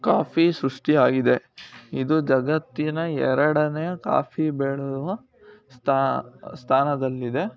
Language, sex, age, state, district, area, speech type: Kannada, male, 18-30, Karnataka, Chikkamagaluru, rural, spontaneous